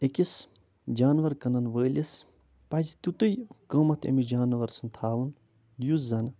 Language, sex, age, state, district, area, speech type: Kashmiri, male, 45-60, Jammu and Kashmir, Budgam, urban, spontaneous